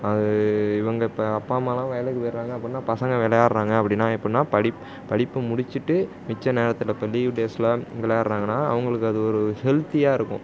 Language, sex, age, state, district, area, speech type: Tamil, male, 30-45, Tamil Nadu, Tiruvarur, rural, spontaneous